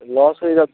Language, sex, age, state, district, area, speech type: Bengali, male, 18-30, West Bengal, Hooghly, urban, conversation